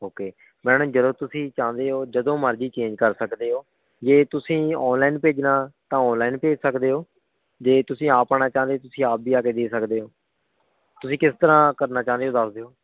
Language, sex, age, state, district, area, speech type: Punjabi, male, 18-30, Punjab, Shaheed Bhagat Singh Nagar, rural, conversation